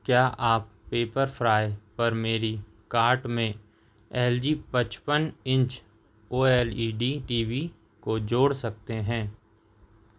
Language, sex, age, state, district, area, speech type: Hindi, male, 30-45, Madhya Pradesh, Seoni, urban, read